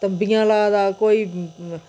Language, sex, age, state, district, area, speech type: Dogri, female, 45-60, Jammu and Kashmir, Udhampur, rural, spontaneous